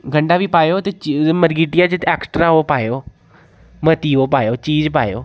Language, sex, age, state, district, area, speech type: Dogri, male, 30-45, Jammu and Kashmir, Udhampur, rural, spontaneous